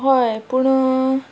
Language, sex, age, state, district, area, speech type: Goan Konkani, female, 45-60, Goa, Quepem, rural, spontaneous